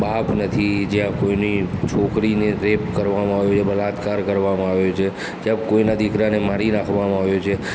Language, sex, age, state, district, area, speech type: Gujarati, male, 60+, Gujarat, Aravalli, urban, spontaneous